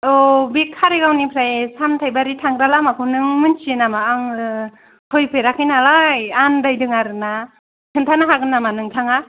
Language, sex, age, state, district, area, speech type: Bodo, female, 18-30, Assam, Kokrajhar, urban, conversation